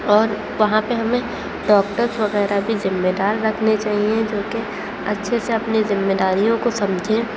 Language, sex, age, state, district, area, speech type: Urdu, female, 18-30, Uttar Pradesh, Aligarh, urban, spontaneous